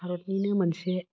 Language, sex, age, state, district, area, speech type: Bodo, female, 45-60, Assam, Udalguri, urban, spontaneous